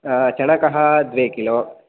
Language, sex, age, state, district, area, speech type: Sanskrit, male, 18-30, Karnataka, Uttara Kannada, rural, conversation